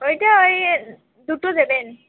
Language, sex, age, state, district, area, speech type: Bengali, female, 60+, West Bengal, Purba Bardhaman, rural, conversation